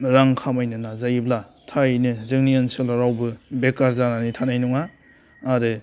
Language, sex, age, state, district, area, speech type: Bodo, male, 18-30, Assam, Udalguri, urban, spontaneous